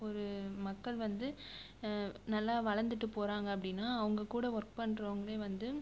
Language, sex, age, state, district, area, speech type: Tamil, female, 18-30, Tamil Nadu, Viluppuram, rural, spontaneous